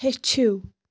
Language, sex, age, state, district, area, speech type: Kashmiri, female, 18-30, Jammu and Kashmir, Kulgam, rural, read